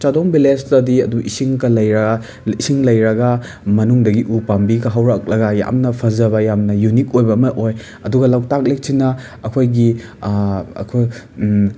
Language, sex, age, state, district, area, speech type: Manipuri, male, 45-60, Manipur, Imphal East, urban, spontaneous